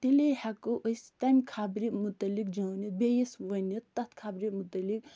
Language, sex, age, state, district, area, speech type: Kashmiri, female, 45-60, Jammu and Kashmir, Budgam, rural, spontaneous